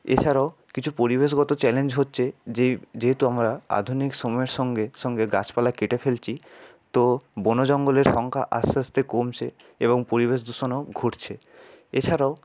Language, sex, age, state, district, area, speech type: Bengali, male, 30-45, West Bengal, Purba Bardhaman, urban, spontaneous